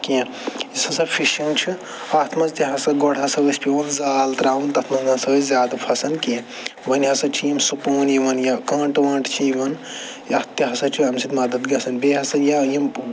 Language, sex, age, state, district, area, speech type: Kashmiri, male, 45-60, Jammu and Kashmir, Budgam, urban, spontaneous